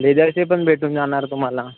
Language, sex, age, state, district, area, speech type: Marathi, male, 30-45, Maharashtra, Nagpur, rural, conversation